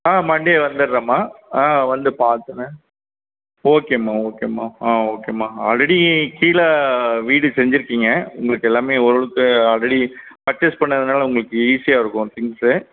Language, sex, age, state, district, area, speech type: Tamil, male, 45-60, Tamil Nadu, Krishnagiri, rural, conversation